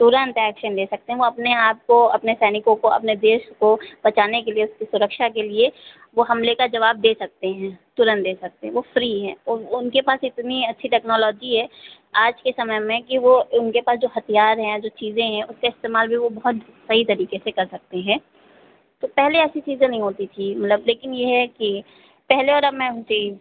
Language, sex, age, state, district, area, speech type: Hindi, female, 30-45, Uttar Pradesh, Sitapur, rural, conversation